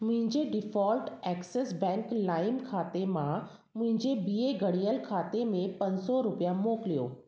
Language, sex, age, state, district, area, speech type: Sindhi, female, 30-45, Delhi, South Delhi, urban, read